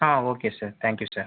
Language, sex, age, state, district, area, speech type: Tamil, male, 18-30, Tamil Nadu, Viluppuram, urban, conversation